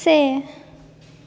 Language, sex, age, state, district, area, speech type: Bodo, female, 18-30, Assam, Baksa, rural, read